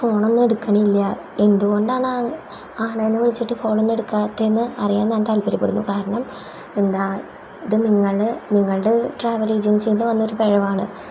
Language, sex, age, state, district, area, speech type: Malayalam, female, 18-30, Kerala, Thrissur, rural, spontaneous